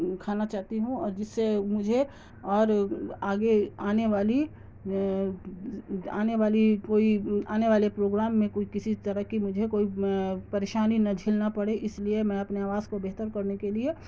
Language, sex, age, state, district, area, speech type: Urdu, female, 30-45, Bihar, Darbhanga, rural, spontaneous